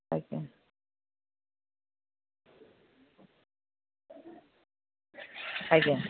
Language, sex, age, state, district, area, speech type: Odia, female, 45-60, Odisha, Angul, rural, conversation